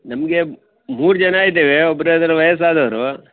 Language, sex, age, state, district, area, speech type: Kannada, male, 45-60, Karnataka, Uttara Kannada, rural, conversation